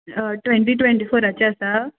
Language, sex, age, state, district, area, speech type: Goan Konkani, female, 18-30, Goa, Quepem, rural, conversation